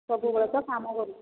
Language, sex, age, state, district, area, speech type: Odia, female, 45-60, Odisha, Angul, rural, conversation